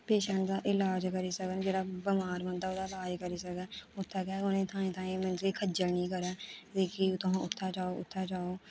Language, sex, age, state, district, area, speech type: Dogri, female, 18-30, Jammu and Kashmir, Kathua, rural, spontaneous